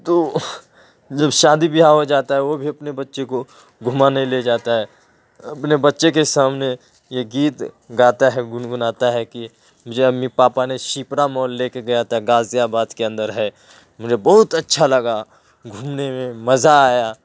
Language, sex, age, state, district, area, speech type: Urdu, male, 30-45, Uttar Pradesh, Ghaziabad, rural, spontaneous